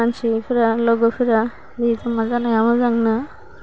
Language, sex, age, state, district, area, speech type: Bodo, female, 18-30, Assam, Udalguri, urban, spontaneous